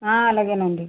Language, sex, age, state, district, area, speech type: Telugu, female, 60+, Andhra Pradesh, West Godavari, rural, conversation